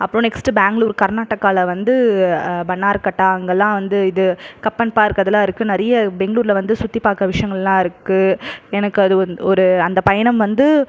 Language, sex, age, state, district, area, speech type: Tamil, male, 45-60, Tamil Nadu, Krishnagiri, rural, spontaneous